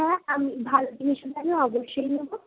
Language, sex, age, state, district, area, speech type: Bengali, female, 18-30, West Bengal, Murshidabad, rural, conversation